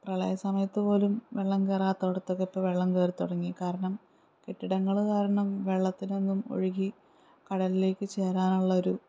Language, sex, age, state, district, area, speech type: Malayalam, female, 30-45, Kerala, Palakkad, rural, spontaneous